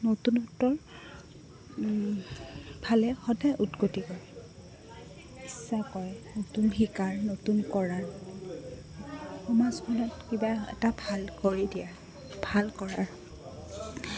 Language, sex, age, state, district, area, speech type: Assamese, female, 18-30, Assam, Goalpara, urban, spontaneous